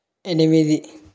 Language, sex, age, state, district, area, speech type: Telugu, male, 18-30, Telangana, Karimnagar, rural, read